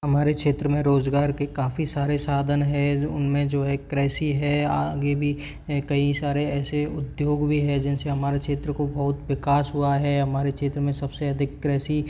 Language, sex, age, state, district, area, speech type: Hindi, male, 45-60, Rajasthan, Karauli, rural, spontaneous